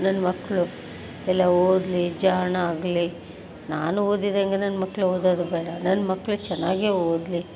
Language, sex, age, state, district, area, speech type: Kannada, female, 45-60, Karnataka, Koppal, rural, spontaneous